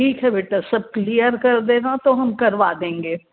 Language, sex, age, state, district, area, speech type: Hindi, female, 60+, Madhya Pradesh, Jabalpur, urban, conversation